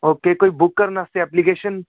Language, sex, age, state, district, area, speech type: Punjabi, male, 18-30, Punjab, Tarn Taran, urban, conversation